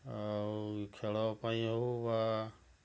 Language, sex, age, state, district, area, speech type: Odia, male, 60+, Odisha, Mayurbhanj, rural, spontaneous